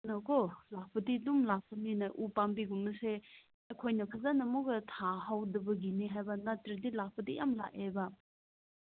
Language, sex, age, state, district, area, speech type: Manipuri, female, 18-30, Manipur, Kangpokpi, urban, conversation